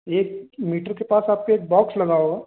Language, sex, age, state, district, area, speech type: Hindi, male, 30-45, Uttar Pradesh, Sitapur, rural, conversation